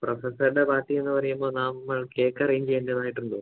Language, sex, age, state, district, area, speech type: Malayalam, male, 18-30, Kerala, Idukki, urban, conversation